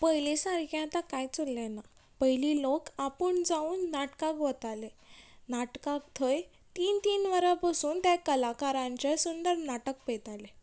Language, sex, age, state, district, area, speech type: Goan Konkani, female, 18-30, Goa, Ponda, rural, spontaneous